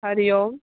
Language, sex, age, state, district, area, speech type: Sindhi, female, 18-30, Gujarat, Kutch, rural, conversation